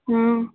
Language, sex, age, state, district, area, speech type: Telugu, female, 18-30, Telangana, Warangal, rural, conversation